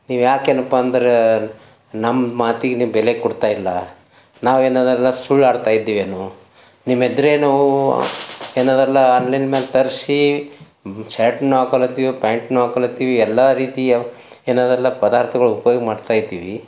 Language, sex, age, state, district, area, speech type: Kannada, male, 60+, Karnataka, Bidar, urban, spontaneous